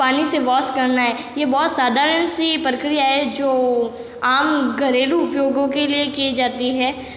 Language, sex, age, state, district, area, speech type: Hindi, female, 18-30, Rajasthan, Jodhpur, urban, spontaneous